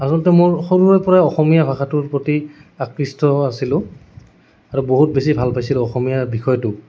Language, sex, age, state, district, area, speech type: Assamese, male, 18-30, Assam, Goalpara, urban, spontaneous